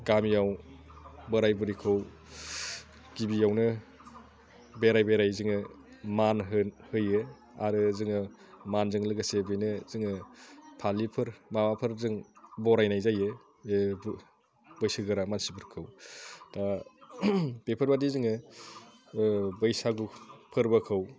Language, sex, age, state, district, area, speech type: Bodo, male, 30-45, Assam, Udalguri, urban, spontaneous